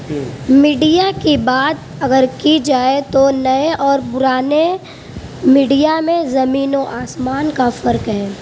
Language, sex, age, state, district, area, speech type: Urdu, female, 18-30, Uttar Pradesh, Mau, urban, spontaneous